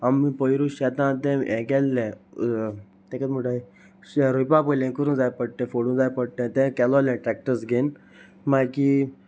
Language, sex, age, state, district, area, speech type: Goan Konkani, male, 18-30, Goa, Salcete, rural, spontaneous